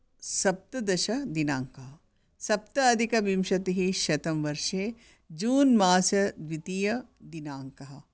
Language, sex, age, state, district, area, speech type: Sanskrit, female, 60+, Karnataka, Bangalore Urban, urban, spontaneous